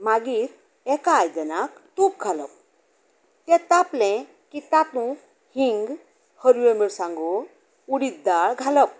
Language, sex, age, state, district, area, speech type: Goan Konkani, female, 60+, Goa, Canacona, rural, spontaneous